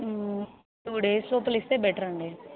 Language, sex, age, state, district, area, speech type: Telugu, female, 18-30, Andhra Pradesh, Nandyal, rural, conversation